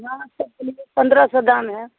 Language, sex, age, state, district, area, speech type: Hindi, female, 60+, Bihar, Samastipur, rural, conversation